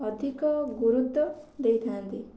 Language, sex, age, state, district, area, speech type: Odia, female, 18-30, Odisha, Kendrapara, urban, spontaneous